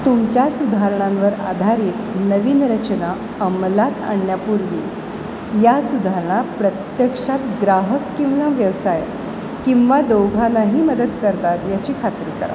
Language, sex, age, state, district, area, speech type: Marathi, female, 45-60, Maharashtra, Mumbai Suburban, urban, read